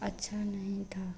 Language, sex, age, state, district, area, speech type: Hindi, female, 18-30, Bihar, Madhepura, rural, spontaneous